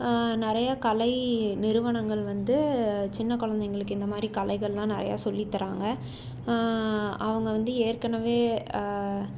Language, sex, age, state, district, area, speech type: Tamil, female, 18-30, Tamil Nadu, Salem, urban, spontaneous